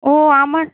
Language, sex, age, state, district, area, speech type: Bengali, female, 18-30, West Bengal, North 24 Parganas, urban, conversation